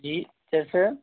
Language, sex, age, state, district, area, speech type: Hindi, male, 45-60, Uttar Pradesh, Hardoi, rural, conversation